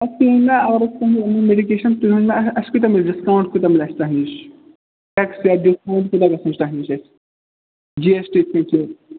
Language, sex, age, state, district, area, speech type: Kashmiri, male, 30-45, Jammu and Kashmir, Srinagar, urban, conversation